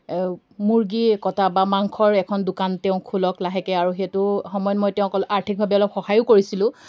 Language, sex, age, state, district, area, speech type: Assamese, female, 18-30, Assam, Golaghat, rural, spontaneous